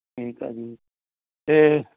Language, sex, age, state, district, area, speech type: Punjabi, male, 45-60, Punjab, Moga, rural, conversation